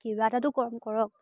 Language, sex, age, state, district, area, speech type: Assamese, female, 18-30, Assam, Charaideo, urban, spontaneous